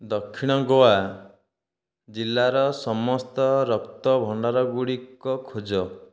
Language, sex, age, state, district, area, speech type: Odia, male, 30-45, Odisha, Dhenkanal, rural, read